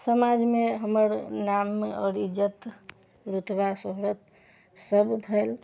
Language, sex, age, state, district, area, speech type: Maithili, female, 60+, Bihar, Sitamarhi, urban, spontaneous